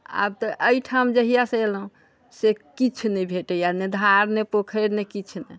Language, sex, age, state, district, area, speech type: Maithili, female, 60+, Bihar, Sitamarhi, rural, spontaneous